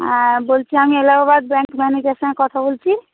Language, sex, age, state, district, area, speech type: Bengali, female, 45-60, West Bengal, Hooghly, rural, conversation